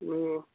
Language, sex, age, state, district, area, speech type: Bengali, male, 18-30, West Bengal, North 24 Parganas, rural, conversation